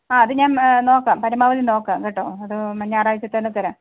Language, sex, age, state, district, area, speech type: Malayalam, female, 30-45, Kerala, Kollam, rural, conversation